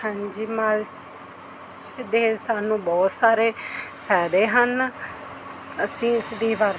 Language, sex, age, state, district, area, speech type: Punjabi, female, 30-45, Punjab, Mansa, urban, spontaneous